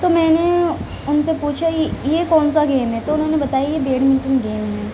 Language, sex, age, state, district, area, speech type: Urdu, female, 18-30, Delhi, Central Delhi, urban, spontaneous